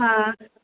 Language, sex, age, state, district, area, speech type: Maithili, female, 30-45, Bihar, Supaul, rural, conversation